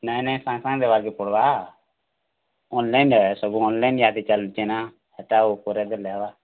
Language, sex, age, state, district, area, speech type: Odia, male, 18-30, Odisha, Bargarh, urban, conversation